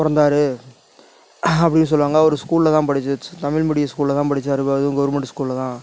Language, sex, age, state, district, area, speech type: Tamil, male, 30-45, Tamil Nadu, Tiruchirappalli, rural, spontaneous